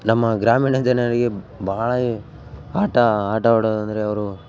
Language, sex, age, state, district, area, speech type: Kannada, male, 18-30, Karnataka, Bellary, rural, spontaneous